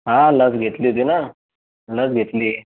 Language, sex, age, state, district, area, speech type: Marathi, male, 18-30, Maharashtra, Buldhana, rural, conversation